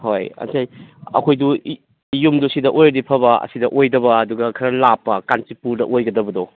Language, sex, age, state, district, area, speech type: Manipuri, male, 45-60, Manipur, Kakching, rural, conversation